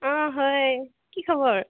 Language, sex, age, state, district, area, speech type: Assamese, female, 30-45, Assam, Tinsukia, rural, conversation